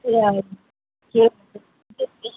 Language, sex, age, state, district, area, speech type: Tamil, female, 60+, Tamil Nadu, Ariyalur, rural, conversation